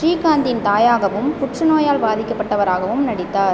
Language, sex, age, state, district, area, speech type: Tamil, female, 18-30, Tamil Nadu, Pudukkottai, rural, read